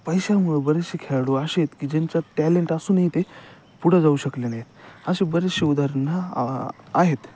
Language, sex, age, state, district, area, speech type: Marathi, male, 18-30, Maharashtra, Ahmednagar, rural, spontaneous